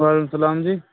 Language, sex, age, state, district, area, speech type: Urdu, male, 45-60, Uttar Pradesh, Muzaffarnagar, urban, conversation